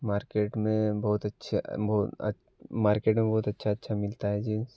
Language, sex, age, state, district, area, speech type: Hindi, male, 18-30, Uttar Pradesh, Varanasi, rural, spontaneous